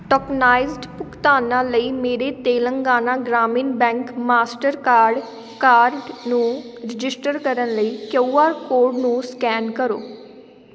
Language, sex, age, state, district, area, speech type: Punjabi, female, 18-30, Punjab, Shaheed Bhagat Singh Nagar, urban, read